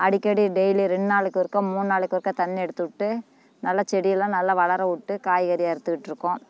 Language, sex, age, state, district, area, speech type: Tamil, female, 45-60, Tamil Nadu, Namakkal, rural, spontaneous